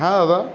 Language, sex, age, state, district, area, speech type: Bengali, male, 30-45, West Bengal, Howrah, urban, spontaneous